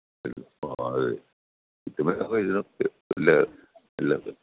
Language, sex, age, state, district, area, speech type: Malayalam, male, 60+, Kerala, Pathanamthitta, rural, conversation